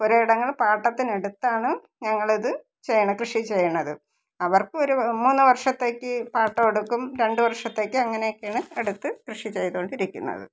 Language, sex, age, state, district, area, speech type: Malayalam, female, 45-60, Kerala, Thiruvananthapuram, rural, spontaneous